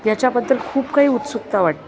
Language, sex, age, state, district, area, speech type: Marathi, female, 30-45, Maharashtra, Thane, urban, spontaneous